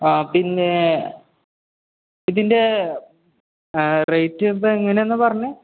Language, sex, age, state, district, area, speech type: Malayalam, male, 18-30, Kerala, Malappuram, rural, conversation